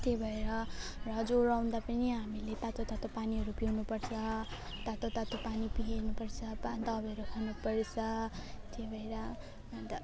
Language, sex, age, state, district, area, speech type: Nepali, female, 30-45, West Bengal, Alipurduar, urban, spontaneous